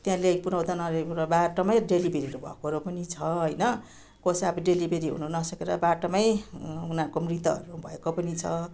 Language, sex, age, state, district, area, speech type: Nepali, female, 60+, West Bengal, Darjeeling, rural, spontaneous